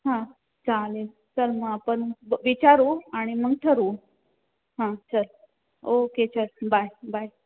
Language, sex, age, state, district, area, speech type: Marathi, female, 30-45, Maharashtra, Pune, urban, conversation